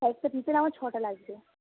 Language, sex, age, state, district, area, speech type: Bengali, female, 18-30, West Bengal, Howrah, urban, conversation